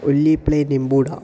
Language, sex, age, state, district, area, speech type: Malayalam, male, 30-45, Kerala, Palakkad, rural, read